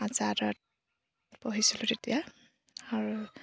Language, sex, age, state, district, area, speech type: Assamese, female, 18-30, Assam, Lakhimpur, rural, spontaneous